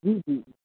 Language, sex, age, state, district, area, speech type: Urdu, male, 45-60, Uttar Pradesh, Aligarh, rural, conversation